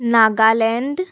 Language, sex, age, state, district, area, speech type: Assamese, female, 18-30, Assam, Sonitpur, rural, spontaneous